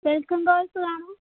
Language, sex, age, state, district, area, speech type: Malayalam, female, 18-30, Kerala, Idukki, rural, conversation